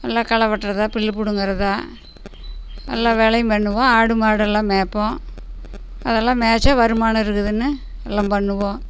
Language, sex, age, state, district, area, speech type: Tamil, female, 60+, Tamil Nadu, Namakkal, rural, spontaneous